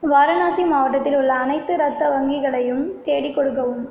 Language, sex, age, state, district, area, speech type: Tamil, female, 18-30, Tamil Nadu, Cuddalore, rural, read